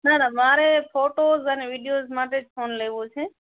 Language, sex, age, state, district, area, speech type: Gujarati, male, 18-30, Gujarat, Kutch, rural, conversation